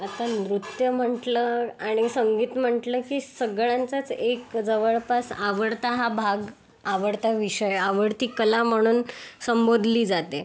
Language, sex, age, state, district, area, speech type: Marathi, female, 18-30, Maharashtra, Yavatmal, urban, spontaneous